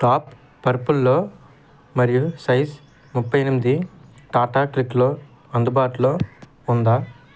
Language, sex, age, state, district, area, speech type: Telugu, male, 18-30, Andhra Pradesh, N T Rama Rao, urban, read